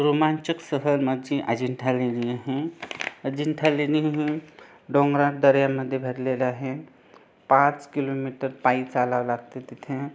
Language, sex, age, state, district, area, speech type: Marathi, other, 30-45, Maharashtra, Buldhana, urban, spontaneous